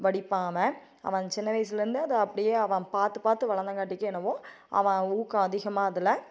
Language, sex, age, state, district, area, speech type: Tamil, female, 30-45, Tamil Nadu, Tiruppur, urban, spontaneous